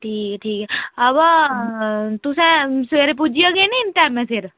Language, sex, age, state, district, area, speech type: Dogri, female, 18-30, Jammu and Kashmir, Udhampur, rural, conversation